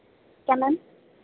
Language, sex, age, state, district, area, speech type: Hindi, female, 30-45, Madhya Pradesh, Harda, urban, conversation